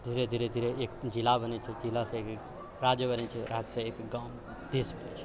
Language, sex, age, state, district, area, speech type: Maithili, male, 60+, Bihar, Purnia, urban, spontaneous